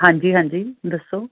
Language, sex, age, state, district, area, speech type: Punjabi, female, 30-45, Punjab, Fazilka, rural, conversation